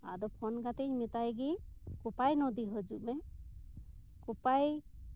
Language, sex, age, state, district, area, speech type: Santali, female, 30-45, West Bengal, Birbhum, rural, spontaneous